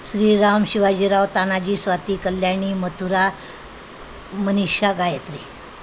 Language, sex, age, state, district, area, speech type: Marathi, female, 60+, Maharashtra, Nanded, rural, spontaneous